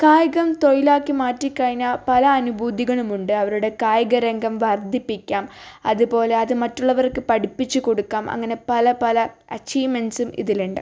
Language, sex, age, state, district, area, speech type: Malayalam, female, 30-45, Kerala, Wayanad, rural, spontaneous